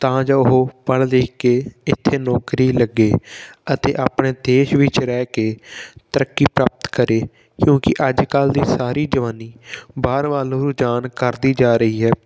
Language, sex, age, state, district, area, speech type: Punjabi, male, 18-30, Punjab, Patiala, rural, spontaneous